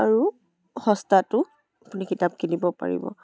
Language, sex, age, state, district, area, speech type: Assamese, female, 18-30, Assam, Charaideo, urban, spontaneous